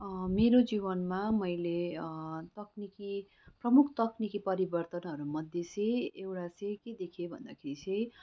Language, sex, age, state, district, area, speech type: Nepali, female, 30-45, West Bengal, Kalimpong, rural, spontaneous